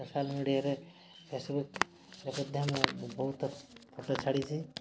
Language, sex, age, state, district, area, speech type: Odia, male, 30-45, Odisha, Mayurbhanj, rural, spontaneous